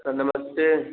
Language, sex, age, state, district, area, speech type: Hindi, male, 18-30, Uttar Pradesh, Bhadohi, rural, conversation